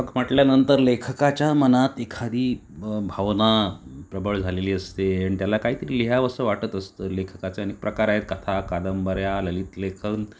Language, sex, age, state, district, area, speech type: Marathi, male, 45-60, Maharashtra, Sindhudurg, rural, spontaneous